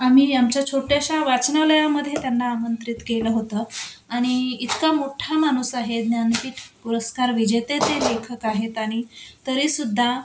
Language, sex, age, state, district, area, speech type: Marathi, female, 30-45, Maharashtra, Nashik, urban, spontaneous